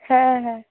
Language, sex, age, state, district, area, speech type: Bengali, female, 18-30, West Bengal, Darjeeling, rural, conversation